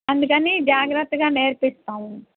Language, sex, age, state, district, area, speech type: Telugu, female, 60+, Andhra Pradesh, N T Rama Rao, urban, conversation